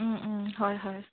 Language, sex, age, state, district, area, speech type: Assamese, female, 30-45, Assam, Charaideo, urban, conversation